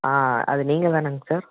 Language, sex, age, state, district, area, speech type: Tamil, male, 18-30, Tamil Nadu, Salem, rural, conversation